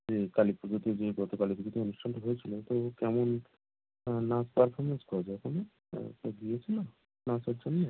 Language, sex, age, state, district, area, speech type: Bengali, male, 18-30, West Bengal, North 24 Parganas, rural, conversation